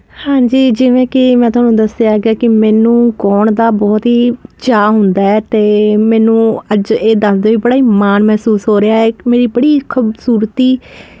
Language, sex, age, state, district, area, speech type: Punjabi, female, 30-45, Punjab, Ludhiana, urban, spontaneous